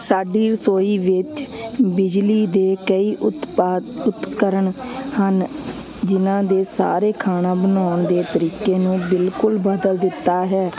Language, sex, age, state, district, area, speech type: Punjabi, female, 30-45, Punjab, Hoshiarpur, urban, spontaneous